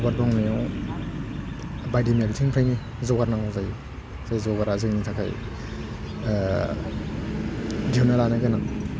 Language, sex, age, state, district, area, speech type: Bodo, male, 18-30, Assam, Udalguri, rural, spontaneous